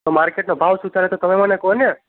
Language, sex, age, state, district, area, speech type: Gujarati, male, 18-30, Gujarat, Surat, rural, conversation